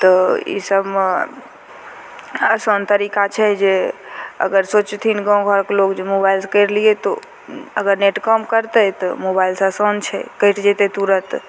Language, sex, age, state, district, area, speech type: Maithili, female, 18-30, Bihar, Begusarai, urban, spontaneous